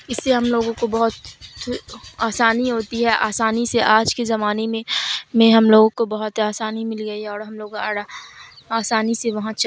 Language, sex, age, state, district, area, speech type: Urdu, female, 30-45, Bihar, Supaul, rural, spontaneous